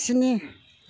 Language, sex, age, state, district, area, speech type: Bodo, female, 60+, Assam, Chirang, rural, read